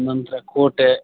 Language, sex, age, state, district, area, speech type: Kannada, male, 45-60, Karnataka, Chitradurga, rural, conversation